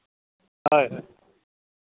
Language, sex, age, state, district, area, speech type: Santali, male, 45-60, Jharkhand, East Singhbhum, rural, conversation